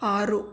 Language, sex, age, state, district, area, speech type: Kannada, female, 18-30, Karnataka, Davanagere, rural, read